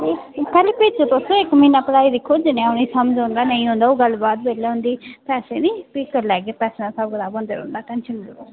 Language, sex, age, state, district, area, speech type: Dogri, female, 18-30, Jammu and Kashmir, Udhampur, rural, conversation